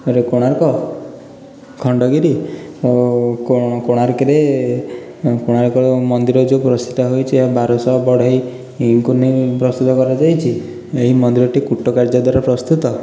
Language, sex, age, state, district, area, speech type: Odia, male, 18-30, Odisha, Puri, urban, spontaneous